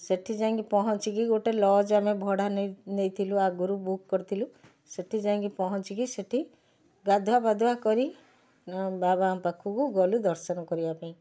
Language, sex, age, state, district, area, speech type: Odia, female, 45-60, Odisha, Cuttack, urban, spontaneous